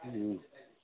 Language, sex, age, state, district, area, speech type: Maithili, male, 45-60, Bihar, Saharsa, rural, conversation